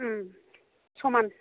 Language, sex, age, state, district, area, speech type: Bodo, female, 30-45, Assam, Baksa, rural, conversation